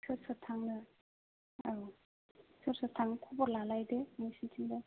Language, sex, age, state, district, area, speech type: Bodo, female, 30-45, Assam, Kokrajhar, rural, conversation